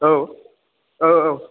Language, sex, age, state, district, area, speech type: Bodo, male, 60+, Assam, Kokrajhar, rural, conversation